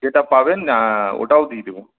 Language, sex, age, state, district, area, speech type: Bengali, male, 18-30, West Bengal, Malda, rural, conversation